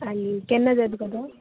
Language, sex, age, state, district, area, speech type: Goan Konkani, female, 30-45, Goa, Tiswadi, rural, conversation